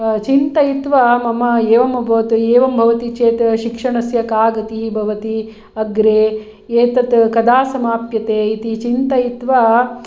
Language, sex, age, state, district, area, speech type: Sanskrit, female, 45-60, Karnataka, Hassan, rural, spontaneous